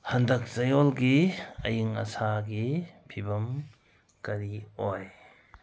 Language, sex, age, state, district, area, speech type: Manipuri, male, 60+, Manipur, Kangpokpi, urban, read